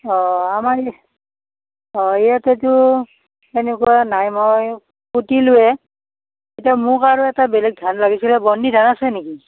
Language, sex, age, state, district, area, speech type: Assamese, female, 45-60, Assam, Darrang, rural, conversation